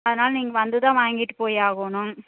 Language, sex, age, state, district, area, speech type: Tamil, female, 30-45, Tamil Nadu, Coimbatore, rural, conversation